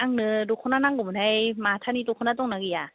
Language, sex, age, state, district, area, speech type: Bodo, female, 30-45, Assam, Kokrajhar, rural, conversation